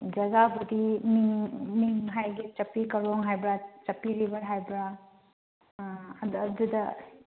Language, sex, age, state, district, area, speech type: Manipuri, female, 30-45, Manipur, Chandel, rural, conversation